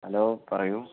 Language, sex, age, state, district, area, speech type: Malayalam, male, 30-45, Kerala, Malappuram, rural, conversation